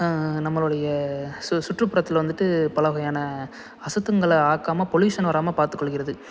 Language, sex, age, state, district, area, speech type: Tamil, male, 18-30, Tamil Nadu, Salem, urban, spontaneous